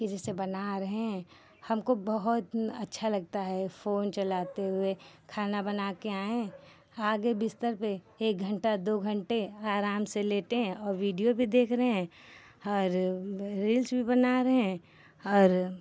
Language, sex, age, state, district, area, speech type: Hindi, female, 30-45, Uttar Pradesh, Hardoi, rural, spontaneous